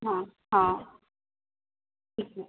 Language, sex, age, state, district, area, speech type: Hindi, female, 18-30, Madhya Pradesh, Harda, urban, conversation